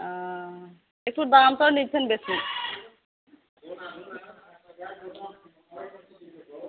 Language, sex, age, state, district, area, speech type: Bengali, female, 18-30, West Bengal, Murshidabad, rural, conversation